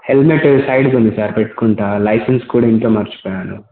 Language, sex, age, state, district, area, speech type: Telugu, male, 18-30, Telangana, Komaram Bheem, urban, conversation